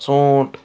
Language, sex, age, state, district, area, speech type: Kashmiri, male, 60+, Jammu and Kashmir, Srinagar, urban, spontaneous